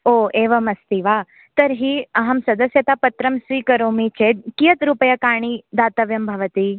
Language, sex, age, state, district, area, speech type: Sanskrit, female, 18-30, Maharashtra, Thane, urban, conversation